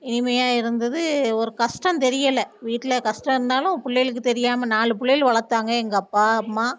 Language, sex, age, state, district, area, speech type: Tamil, female, 45-60, Tamil Nadu, Thoothukudi, rural, spontaneous